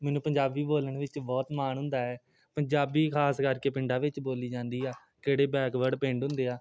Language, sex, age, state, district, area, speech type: Punjabi, male, 18-30, Punjab, Tarn Taran, rural, spontaneous